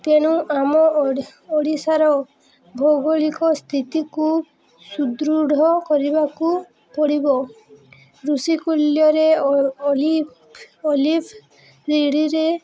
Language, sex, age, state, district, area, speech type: Odia, female, 18-30, Odisha, Subarnapur, urban, spontaneous